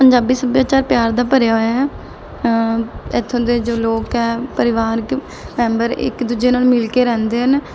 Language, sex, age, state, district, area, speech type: Punjabi, female, 18-30, Punjab, Mohali, urban, spontaneous